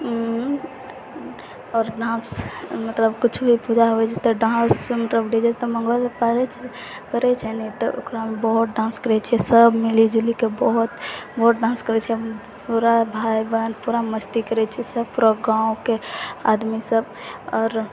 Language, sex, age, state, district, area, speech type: Maithili, female, 18-30, Bihar, Purnia, rural, spontaneous